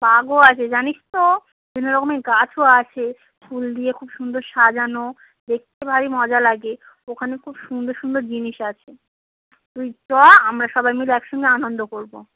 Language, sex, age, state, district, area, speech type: Bengali, female, 45-60, West Bengal, South 24 Parganas, rural, conversation